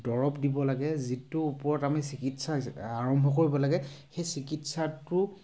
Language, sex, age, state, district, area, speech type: Assamese, male, 30-45, Assam, Sivasagar, urban, spontaneous